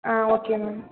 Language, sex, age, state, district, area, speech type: Tamil, female, 18-30, Tamil Nadu, Nilgiris, rural, conversation